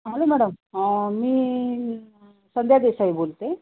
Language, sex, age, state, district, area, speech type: Marathi, female, 45-60, Maharashtra, Nanded, urban, conversation